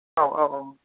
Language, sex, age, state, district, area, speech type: Bodo, male, 45-60, Assam, Kokrajhar, rural, conversation